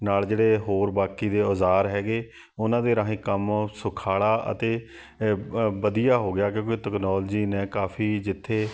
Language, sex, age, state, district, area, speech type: Punjabi, male, 30-45, Punjab, Shaheed Bhagat Singh Nagar, urban, spontaneous